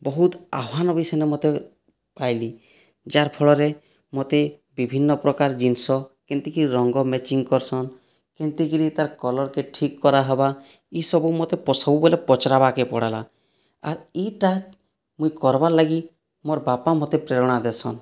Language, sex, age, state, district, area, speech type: Odia, male, 30-45, Odisha, Boudh, rural, spontaneous